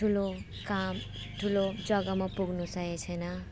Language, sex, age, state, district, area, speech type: Nepali, female, 30-45, West Bengal, Alipurduar, urban, spontaneous